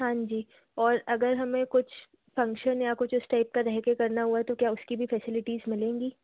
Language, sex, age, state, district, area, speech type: Hindi, female, 30-45, Madhya Pradesh, Jabalpur, urban, conversation